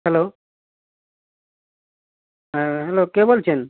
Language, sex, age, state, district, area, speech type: Bengali, male, 45-60, West Bengal, Howrah, urban, conversation